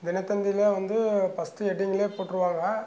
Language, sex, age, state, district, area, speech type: Tamil, male, 60+, Tamil Nadu, Dharmapuri, rural, spontaneous